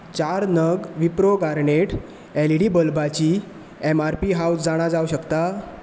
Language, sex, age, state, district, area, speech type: Goan Konkani, male, 18-30, Goa, Bardez, rural, read